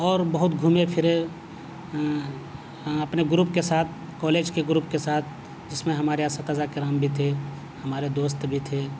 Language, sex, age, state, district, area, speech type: Urdu, male, 30-45, Delhi, South Delhi, urban, spontaneous